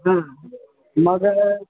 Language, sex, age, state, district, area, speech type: Marathi, male, 18-30, Maharashtra, Sangli, urban, conversation